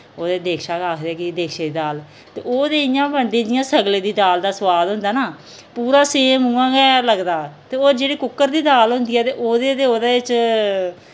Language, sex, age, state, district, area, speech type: Dogri, female, 30-45, Jammu and Kashmir, Jammu, rural, spontaneous